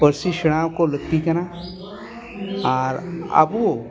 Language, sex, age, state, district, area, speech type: Santali, male, 60+, West Bengal, Dakshin Dinajpur, rural, spontaneous